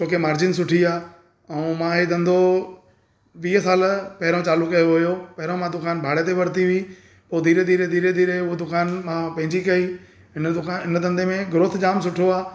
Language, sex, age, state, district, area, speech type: Sindhi, male, 30-45, Gujarat, Surat, urban, spontaneous